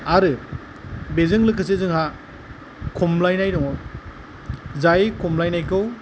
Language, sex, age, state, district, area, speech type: Bodo, male, 45-60, Assam, Kokrajhar, rural, spontaneous